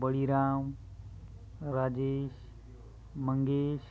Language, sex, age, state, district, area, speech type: Marathi, male, 30-45, Maharashtra, Hingoli, urban, spontaneous